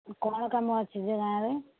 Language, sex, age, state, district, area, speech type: Odia, female, 45-60, Odisha, Jajpur, rural, conversation